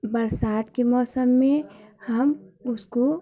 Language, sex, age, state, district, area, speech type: Hindi, female, 45-60, Uttar Pradesh, Hardoi, rural, spontaneous